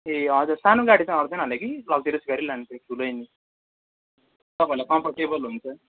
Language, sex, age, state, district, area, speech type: Nepali, male, 18-30, West Bengal, Darjeeling, rural, conversation